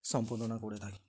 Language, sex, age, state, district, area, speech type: Bengali, male, 18-30, West Bengal, Dakshin Dinajpur, urban, spontaneous